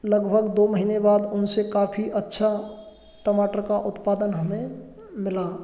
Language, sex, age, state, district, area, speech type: Hindi, male, 30-45, Rajasthan, Karauli, urban, spontaneous